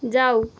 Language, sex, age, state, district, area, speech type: Nepali, female, 18-30, West Bengal, Kalimpong, rural, read